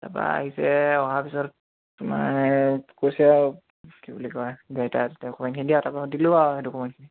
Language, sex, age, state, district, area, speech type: Assamese, male, 18-30, Assam, Dibrugarh, urban, conversation